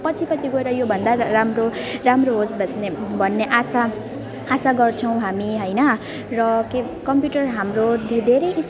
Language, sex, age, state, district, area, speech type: Nepali, female, 18-30, West Bengal, Alipurduar, urban, spontaneous